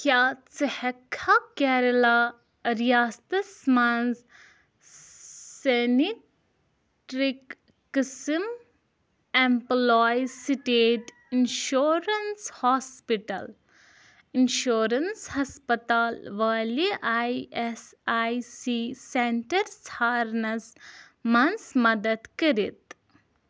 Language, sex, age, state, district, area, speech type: Kashmiri, female, 18-30, Jammu and Kashmir, Ganderbal, rural, read